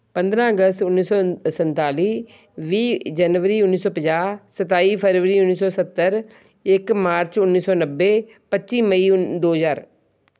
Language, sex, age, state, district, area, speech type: Punjabi, male, 60+, Punjab, Shaheed Bhagat Singh Nagar, urban, spontaneous